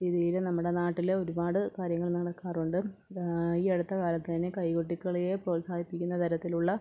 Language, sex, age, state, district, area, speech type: Malayalam, female, 30-45, Kerala, Pathanamthitta, urban, spontaneous